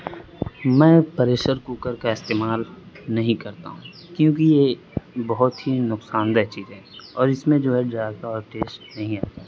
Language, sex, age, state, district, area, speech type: Urdu, male, 18-30, Uttar Pradesh, Azamgarh, rural, spontaneous